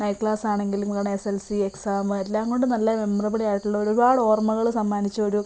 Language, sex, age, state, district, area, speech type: Malayalam, female, 18-30, Kerala, Kottayam, rural, spontaneous